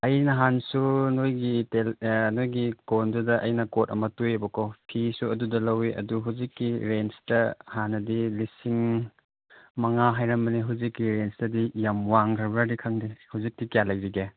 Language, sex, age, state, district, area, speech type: Manipuri, male, 30-45, Manipur, Chandel, rural, conversation